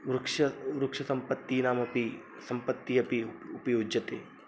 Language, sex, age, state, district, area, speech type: Sanskrit, male, 30-45, Maharashtra, Nagpur, urban, spontaneous